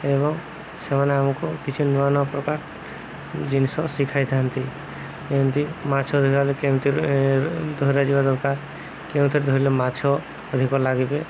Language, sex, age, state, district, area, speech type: Odia, male, 30-45, Odisha, Subarnapur, urban, spontaneous